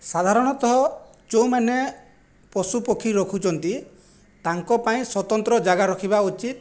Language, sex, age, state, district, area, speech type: Odia, male, 45-60, Odisha, Jajpur, rural, spontaneous